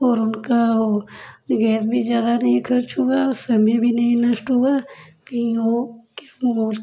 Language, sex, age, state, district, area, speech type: Hindi, female, 30-45, Uttar Pradesh, Prayagraj, urban, spontaneous